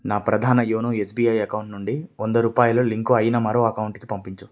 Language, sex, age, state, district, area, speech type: Telugu, male, 18-30, Andhra Pradesh, Srikakulam, urban, read